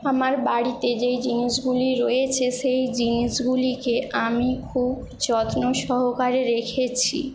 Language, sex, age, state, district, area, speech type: Bengali, female, 18-30, West Bengal, Jhargram, rural, spontaneous